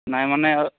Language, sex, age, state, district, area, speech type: Assamese, male, 18-30, Assam, Darrang, rural, conversation